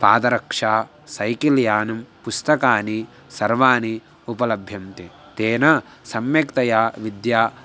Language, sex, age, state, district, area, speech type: Sanskrit, male, 18-30, Andhra Pradesh, Guntur, rural, spontaneous